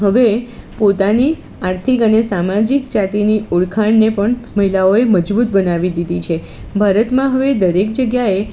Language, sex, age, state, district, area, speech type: Gujarati, female, 45-60, Gujarat, Kheda, rural, spontaneous